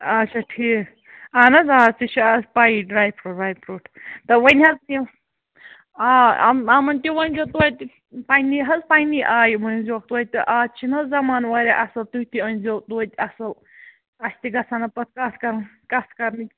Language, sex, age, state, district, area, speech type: Kashmiri, female, 45-60, Jammu and Kashmir, Ganderbal, rural, conversation